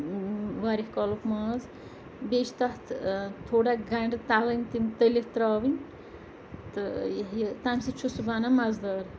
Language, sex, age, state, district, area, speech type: Kashmiri, female, 45-60, Jammu and Kashmir, Srinagar, rural, spontaneous